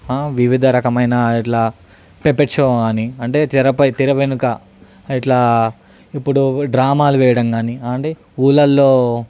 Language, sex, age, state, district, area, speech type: Telugu, male, 18-30, Telangana, Hyderabad, urban, spontaneous